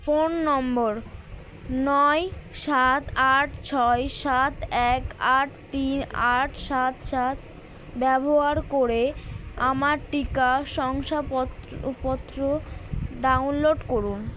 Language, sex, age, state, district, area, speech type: Bengali, female, 30-45, West Bengal, Kolkata, urban, read